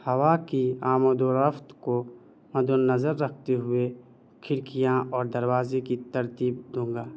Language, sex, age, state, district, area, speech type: Urdu, male, 18-30, Bihar, Madhubani, rural, spontaneous